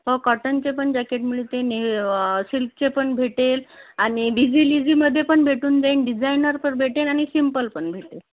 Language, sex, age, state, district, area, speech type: Marathi, female, 30-45, Maharashtra, Amravati, urban, conversation